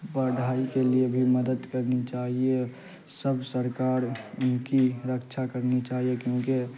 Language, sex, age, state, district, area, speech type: Urdu, male, 18-30, Bihar, Saharsa, rural, spontaneous